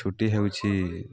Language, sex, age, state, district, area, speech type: Odia, male, 18-30, Odisha, Balangir, urban, spontaneous